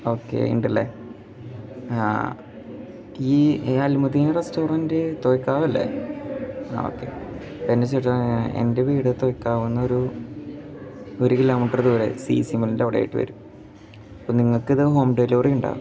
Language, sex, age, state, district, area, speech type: Malayalam, male, 18-30, Kerala, Thrissur, rural, spontaneous